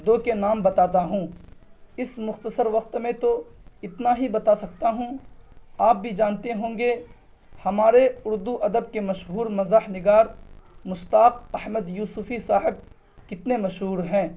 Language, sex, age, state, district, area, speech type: Urdu, male, 18-30, Bihar, Purnia, rural, spontaneous